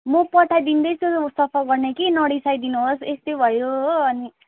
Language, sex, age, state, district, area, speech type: Nepali, female, 18-30, West Bengal, Kalimpong, rural, conversation